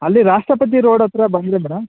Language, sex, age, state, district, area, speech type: Kannada, male, 45-60, Karnataka, Chamarajanagar, urban, conversation